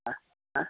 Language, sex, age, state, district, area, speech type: Kannada, male, 60+, Karnataka, Shimoga, urban, conversation